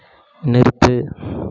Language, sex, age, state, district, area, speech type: Tamil, male, 18-30, Tamil Nadu, Nagapattinam, urban, read